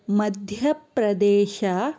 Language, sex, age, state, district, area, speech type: Kannada, female, 30-45, Karnataka, Chikkaballapur, urban, spontaneous